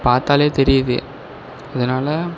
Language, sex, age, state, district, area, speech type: Tamil, male, 18-30, Tamil Nadu, Mayiladuthurai, urban, spontaneous